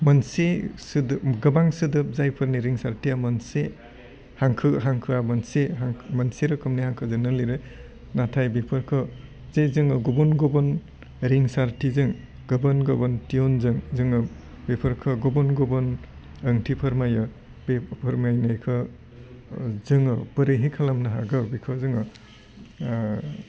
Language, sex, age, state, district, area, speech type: Bodo, male, 45-60, Assam, Udalguri, urban, spontaneous